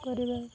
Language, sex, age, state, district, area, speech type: Odia, female, 18-30, Odisha, Nuapada, urban, spontaneous